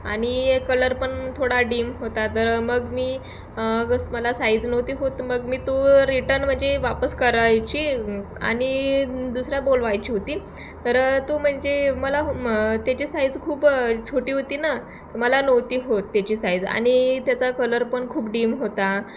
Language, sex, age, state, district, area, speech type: Marathi, female, 18-30, Maharashtra, Thane, rural, spontaneous